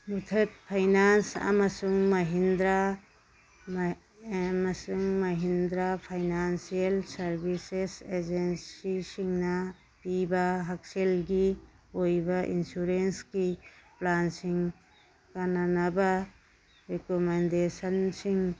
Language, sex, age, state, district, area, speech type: Manipuri, female, 60+, Manipur, Churachandpur, urban, read